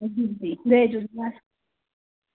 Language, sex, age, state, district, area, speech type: Sindhi, female, 18-30, Gujarat, Surat, urban, conversation